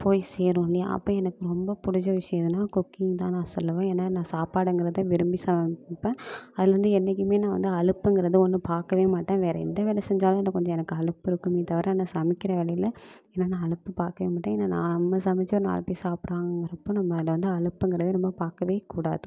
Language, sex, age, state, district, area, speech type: Tamil, female, 18-30, Tamil Nadu, Namakkal, urban, spontaneous